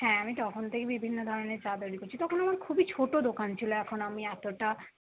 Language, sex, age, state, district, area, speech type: Bengali, female, 45-60, West Bengal, Purba Bardhaman, urban, conversation